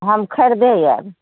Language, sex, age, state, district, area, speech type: Maithili, female, 60+, Bihar, Muzaffarpur, rural, conversation